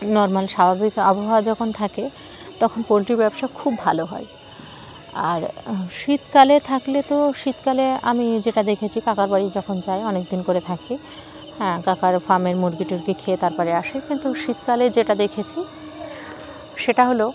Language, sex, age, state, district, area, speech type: Bengali, female, 18-30, West Bengal, Dakshin Dinajpur, urban, spontaneous